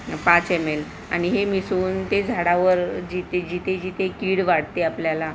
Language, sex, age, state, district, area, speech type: Marathi, female, 45-60, Maharashtra, Palghar, urban, spontaneous